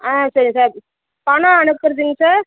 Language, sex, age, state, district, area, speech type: Tamil, female, 60+, Tamil Nadu, Perambalur, rural, conversation